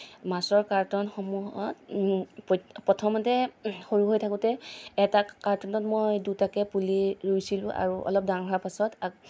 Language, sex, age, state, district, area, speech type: Assamese, female, 30-45, Assam, Lakhimpur, rural, spontaneous